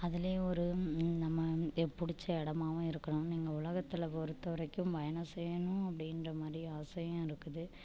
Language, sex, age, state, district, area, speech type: Tamil, female, 60+, Tamil Nadu, Ariyalur, rural, spontaneous